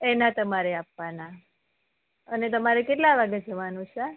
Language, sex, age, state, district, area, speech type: Gujarati, female, 30-45, Gujarat, Kheda, rural, conversation